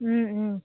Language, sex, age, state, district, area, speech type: Assamese, female, 60+, Assam, Dibrugarh, rural, conversation